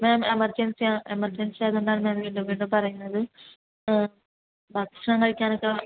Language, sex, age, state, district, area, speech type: Malayalam, female, 18-30, Kerala, Kasaragod, rural, conversation